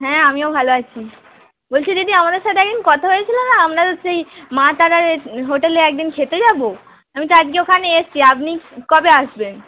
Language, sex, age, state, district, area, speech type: Bengali, female, 18-30, West Bengal, North 24 Parganas, urban, conversation